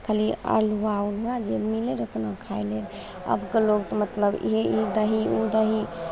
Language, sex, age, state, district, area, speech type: Maithili, female, 18-30, Bihar, Begusarai, rural, spontaneous